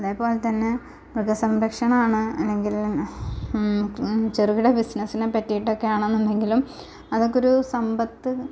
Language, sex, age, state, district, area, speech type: Malayalam, female, 18-30, Kerala, Malappuram, rural, spontaneous